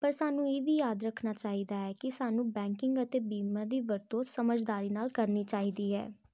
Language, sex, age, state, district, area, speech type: Punjabi, female, 18-30, Punjab, Jalandhar, urban, spontaneous